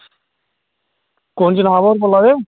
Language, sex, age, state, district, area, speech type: Dogri, male, 30-45, Jammu and Kashmir, Reasi, rural, conversation